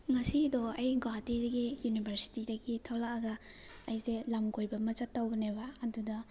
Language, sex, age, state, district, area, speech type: Manipuri, female, 30-45, Manipur, Thoubal, rural, spontaneous